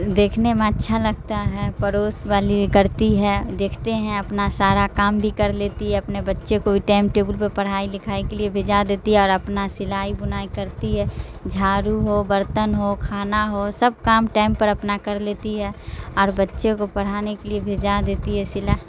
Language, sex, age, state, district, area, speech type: Urdu, female, 45-60, Bihar, Darbhanga, rural, spontaneous